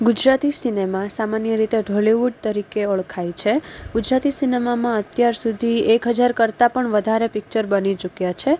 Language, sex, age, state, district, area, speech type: Gujarati, female, 18-30, Gujarat, Junagadh, urban, spontaneous